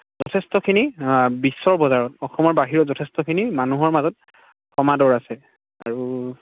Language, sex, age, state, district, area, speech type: Assamese, male, 18-30, Assam, Dibrugarh, rural, conversation